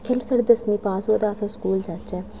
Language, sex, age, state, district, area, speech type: Dogri, female, 18-30, Jammu and Kashmir, Udhampur, rural, spontaneous